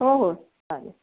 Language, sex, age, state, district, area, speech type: Marathi, female, 45-60, Maharashtra, Akola, urban, conversation